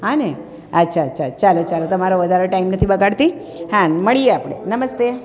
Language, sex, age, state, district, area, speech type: Gujarati, female, 60+, Gujarat, Surat, urban, spontaneous